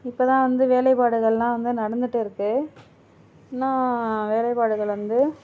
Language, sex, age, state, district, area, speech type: Tamil, female, 60+, Tamil Nadu, Tiruvarur, rural, spontaneous